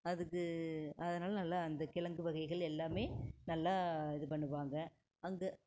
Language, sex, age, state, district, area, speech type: Tamil, female, 45-60, Tamil Nadu, Erode, rural, spontaneous